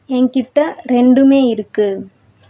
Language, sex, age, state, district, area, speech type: Tamil, female, 18-30, Tamil Nadu, Madurai, rural, read